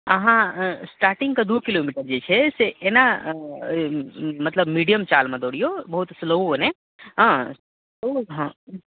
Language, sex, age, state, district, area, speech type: Maithili, male, 30-45, Bihar, Darbhanga, rural, conversation